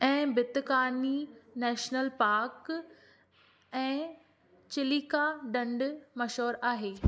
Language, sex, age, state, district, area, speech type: Sindhi, female, 18-30, Maharashtra, Thane, urban, spontaneous